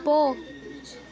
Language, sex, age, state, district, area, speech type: Tamil, female, 45-60, Tamil Nadu, Mayiladuthurai, rural, read